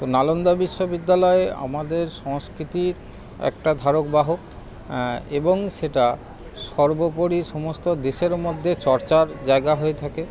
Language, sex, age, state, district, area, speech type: Bengali, male, 30-45, West Bengal, Howrah, urban, spontaneous